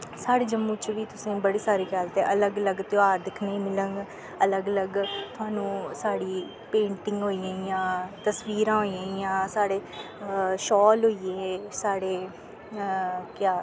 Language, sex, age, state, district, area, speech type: Dogri, female, 18-30, Jammu and Kashmir, Samba, urban, spontaneous